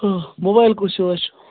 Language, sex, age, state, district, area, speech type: Kashmiri, male, 30-45, Jammu and Kashmir, Kupwara, rural, conversation